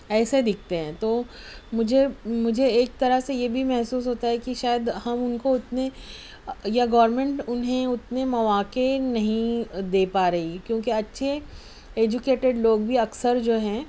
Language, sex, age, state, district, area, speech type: Urdu, female, 45-60, Maharashtra, Nashik, urban, spontaneous